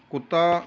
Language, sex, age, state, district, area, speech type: Punjabi, male, 60+, Punjab, Rupnagar, rural, read